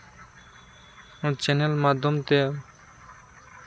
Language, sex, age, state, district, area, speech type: Santali, male, 18-30, West Bengal, Purba Bardhaman, rural, spontaneous